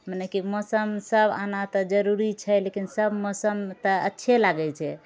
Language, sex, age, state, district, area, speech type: Maithili, female, 45-60, Bihar, Purnia, rural, spontaneous